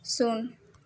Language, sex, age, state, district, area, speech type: Odia, female, 18-30, Odisha, Subarnapur, urban, read